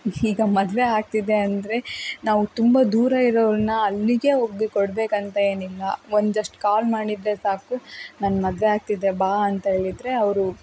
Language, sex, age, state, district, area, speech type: Kannada, female, 18-30, Karnataka, Davanagere, rural, spontaneous